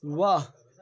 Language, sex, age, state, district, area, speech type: Hindi, male, 18-30, Bihar, Darbhanga, rural, read